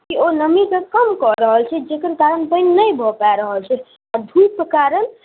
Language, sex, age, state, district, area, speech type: Maithili, male, 18-30, Bihar, Muzaffarpur, urban, conversation